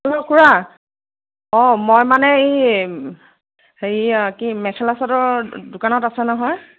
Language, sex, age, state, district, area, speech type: Assamese, female, 18-30, Assam, Nagaon, rural, conversation